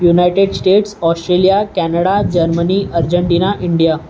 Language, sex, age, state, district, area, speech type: Sindhi, male, 18-30, Maharashtra, Mumbai Suburban, urban, spontaneous